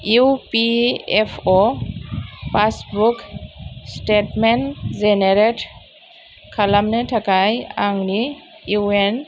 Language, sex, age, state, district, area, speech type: Bodo, female, 45-60, Assam, Kokrajhar, urban, read